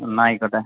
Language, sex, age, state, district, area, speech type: Malayalam, male, 18-30, Kerala, Kozhikode, urban, conversation